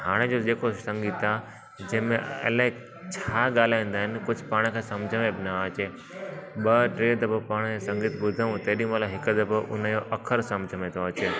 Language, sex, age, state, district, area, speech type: Sindhi, male, 30-45, Gujarat, Junagadh, rural, spontaneous